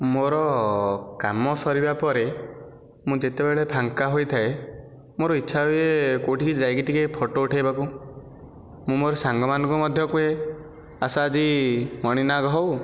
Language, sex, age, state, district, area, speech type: Odia, male, 18-30, Odisha, Nayagarh, rural, spontaneous